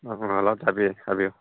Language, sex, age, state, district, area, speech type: Manipuri, male, 45-60, Manipur, Churachandpur, rural, conversation